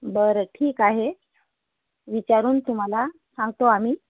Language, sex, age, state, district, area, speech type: Marathi, female, 45-60, Maharashtra, Hingoli, urban, conversation